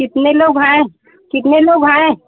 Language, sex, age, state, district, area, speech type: Hindi, female, 30-45, Uttar Pradesh, Pratapgarh, rural, conversation